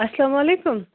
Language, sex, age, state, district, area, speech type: Kashmiri, female, 18-30, Jammu and Kashmir, Kupwara, rural, conversation